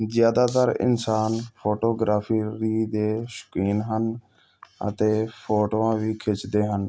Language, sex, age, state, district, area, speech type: Punjabi, male, 30-45, Punjab, Hoshiarpur, urban, spontaneous